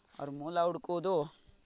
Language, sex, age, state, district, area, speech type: Kannada, male, 45-60, Karnataka, Tumkur, rural, spontaneous